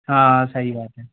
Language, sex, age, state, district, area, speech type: Hindi, male, 30-45, Madhya Pradesh, Gwalior, urban, conversation